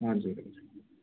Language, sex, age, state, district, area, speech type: Nepali, male, 18-30, West Bengal, Darjeeling, rural, conversation